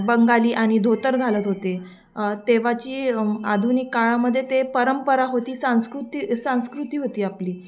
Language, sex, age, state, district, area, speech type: Marathi, female, 18-30, Maharashtra, Thane, urban, spontaneous